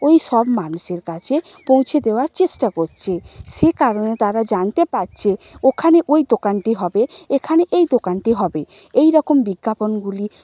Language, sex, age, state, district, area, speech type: Bengali, female, 45-60, West Bengal, Purba Medinipur, rural, spontaneous